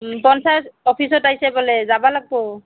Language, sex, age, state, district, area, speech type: Assamese, female, 45-60, Assam, Barpeta, rural, conversation